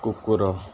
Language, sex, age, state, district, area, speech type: Odia, male, 18-30, Odisha, Sundergarh, urban, read